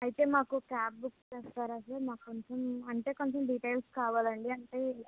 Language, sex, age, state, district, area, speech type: Telugu, female, 45-60, Andhra Pradesh, Kakinada, rural, conversation